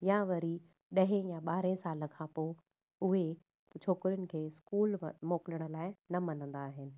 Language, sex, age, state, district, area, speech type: Sindhi, female, 30-45, Gujarat, Surat, urban, spontaneous